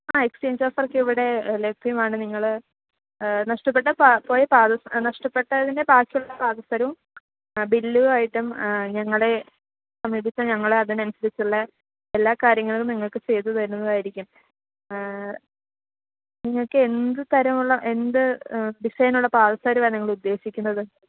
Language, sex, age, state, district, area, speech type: Malayalam, female, 30-45, Kerala, Idukki, rural, conversation